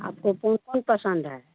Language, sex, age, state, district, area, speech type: Hindi, female, 60+, Bihar, Madhepura, urban, conversation